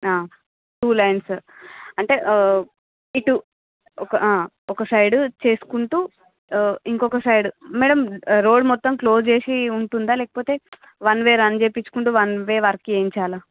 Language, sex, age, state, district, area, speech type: Telugu, female, 18-30, Andhra Pradesh, Srikakulam, urban, conversation